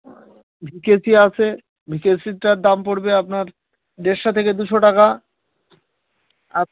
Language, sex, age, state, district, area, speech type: Bengali, male, 18-30, West Bengal, Birbhum, urban, conversation